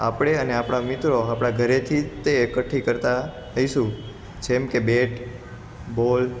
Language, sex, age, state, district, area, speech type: Gujarati, male, 18-30, Gujarat, Ahmedabad, urban, spontaneous